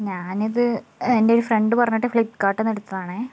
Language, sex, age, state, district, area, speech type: Malayalam, female, 30-45, Kerala, Wayanad, rural, spontaneous